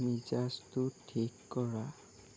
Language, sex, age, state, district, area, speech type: Assamese, male, 18-30, Assam, Lakhimpur, rural, read